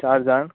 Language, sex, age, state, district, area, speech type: Goan Konkani, male, 18-30, Goa, Tiswadi, rural, conversation